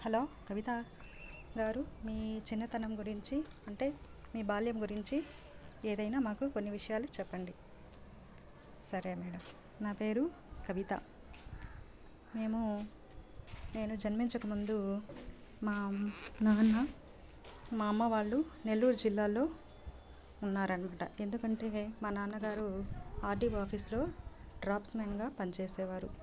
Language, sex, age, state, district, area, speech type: Telugu, female, 30-45, Andhra Pradesh, Sri Balaji, rural, spontaneous